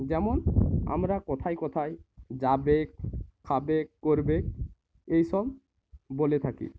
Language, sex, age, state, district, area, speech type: Bengali, male, 18-30, West Bengal, Purba Medinipur, rural, spontaneous